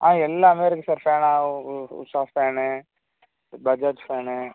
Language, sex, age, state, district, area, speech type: Tamil, male, 30-45, Tamil Nadu, Cuddalore, rural, conversation